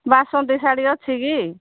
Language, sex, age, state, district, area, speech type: Odia, female, 45-60, Odisha, Angul, rural, conversation